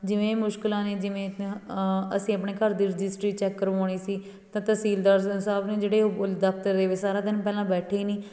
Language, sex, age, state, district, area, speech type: Punjabi, female, 30-45, Punjab, Fatehgarh Sahib, urban, spontaneous